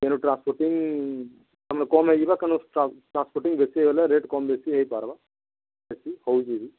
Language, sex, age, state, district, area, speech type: Odia, male, 45-60, Odisha, Nuapada, urban, conversation